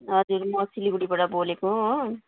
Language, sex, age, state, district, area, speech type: Nepali, female, 30-45, West Bengal, Kalimpong, rural, conversation